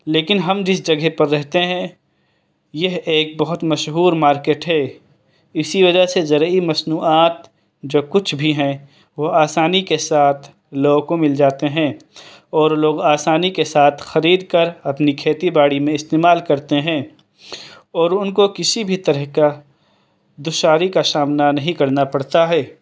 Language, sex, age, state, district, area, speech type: Urdu, male, 18-30, Delhi, East Delhi, urban, spontaneous